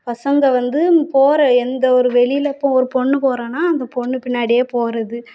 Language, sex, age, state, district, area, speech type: Tamil, female, 30-45, Tamil Nadu, Thoothukudi, urban, spontaneous